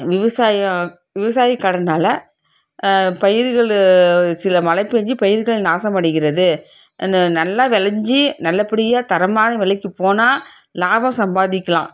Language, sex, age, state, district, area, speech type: Tamil, female, 60+, Tamil Nadu, Krishnagiri, rural, spontaneous